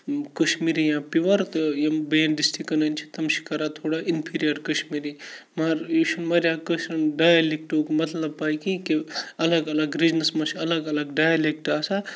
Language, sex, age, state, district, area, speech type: Kashmiri, male, 18-30, Jammu and Kashmir, Kupwara, rural, spontaneous